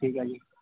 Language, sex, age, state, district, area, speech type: Urdu, male, 18-30, Bihar, Khagaria, rural, conversation